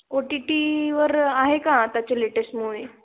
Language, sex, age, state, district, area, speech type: Marathi, female, 18-30, Maharashtra, Ratnagiri, rural, conversation